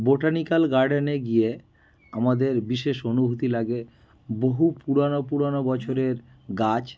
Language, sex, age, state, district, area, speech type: Bengali, male, 30-45, West Bengal, North 24 Parganas, urban, spontaneous